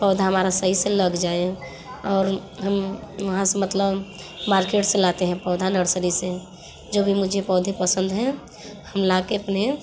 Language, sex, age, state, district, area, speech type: Hindi, female, 18-30, Uttar Pradesh, Mirzapur, rural, spontaneous